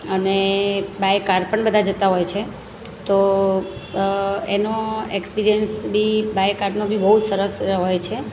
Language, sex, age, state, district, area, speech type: Gujarati, female, 45-60, Gujarat, Surat, rural, spontaneous